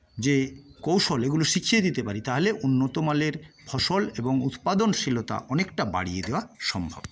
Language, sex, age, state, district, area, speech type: Bengali, male, 60+, West Bengal, Paschim Medinipur, rural, spontaneous